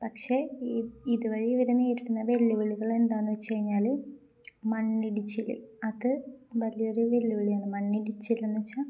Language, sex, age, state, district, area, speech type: Malayalam, female, 18-30, Kerala, Kozhikode, rural, spontaneous